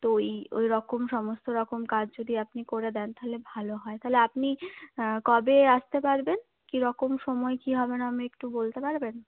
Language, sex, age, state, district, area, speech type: Bengali, female, 18-30, West Bengal, Purulia, urban, conversation